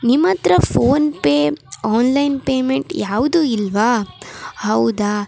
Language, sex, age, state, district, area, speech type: Kannada, female, 18-30, Karnataka, Chamarajanagar, rural, spontaneous